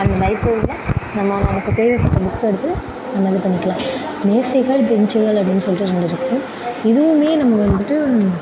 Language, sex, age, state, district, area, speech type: Tamil, female, 18-30, Tamil Nadu, Sivaganga, rural, spontaneous